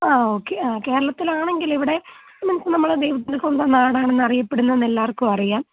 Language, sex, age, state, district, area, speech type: Malayalam, female, 18-30, Kerala, Kottayam, rural, conversation